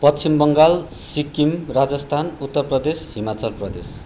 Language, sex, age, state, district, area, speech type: Nepali, male, 30-45, West Bengal, Darjeeling, rural, spontaneous